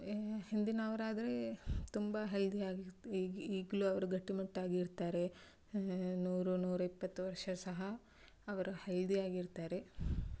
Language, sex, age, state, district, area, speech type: Kannada, female, 30-45, Karnataka, Udupi, rural, spontaneous